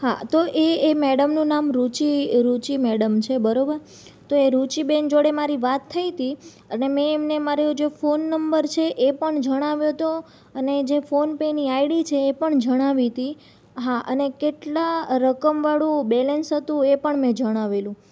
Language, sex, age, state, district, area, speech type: Gujarati, female, 30-45, Gujarat, Rajkot, urban, spontaneous